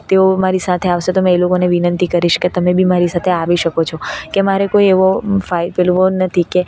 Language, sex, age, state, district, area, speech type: Gujarati, female, 18-30, Gujarat, Narmada, urban, spontaneous